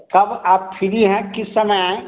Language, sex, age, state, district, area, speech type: Hindi, male, 45-60, Bihar, Samastipur, rural, conversation